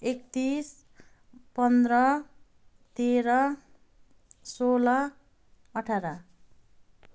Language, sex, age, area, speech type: Nepali, female, 30-45, rural, spontaneous